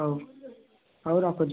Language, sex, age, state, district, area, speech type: Odia, male, 18-30, Odisha, Kendujhar, urban, conversation